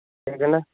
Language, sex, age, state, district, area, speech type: Punjabi, male, 18-30, Punjab, Ludhiana, urban, conversation